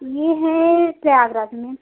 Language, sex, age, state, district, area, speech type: Hindi, female, 18-30, Uttar Pradesh, Prayagraj, rural, conversation